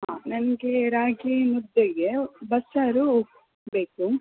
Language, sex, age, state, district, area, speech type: Kannada, female, 18-30, Karnataka, Shimoga, rural, conversation